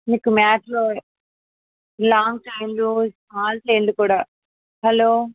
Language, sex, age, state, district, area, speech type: Telugu, female, 18-30, Andhra Pradesh, Visakhapatnam, urban, conversation